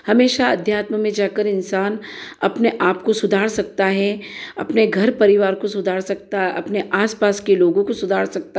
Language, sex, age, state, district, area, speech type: Hindi, female, 45-60, Madhya Pradesh, Ujjain, urban, spontaneous